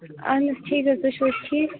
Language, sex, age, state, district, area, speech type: Kashmiri, female, 30-45, Jammu and Kashmir, Bandipora, rural, conversation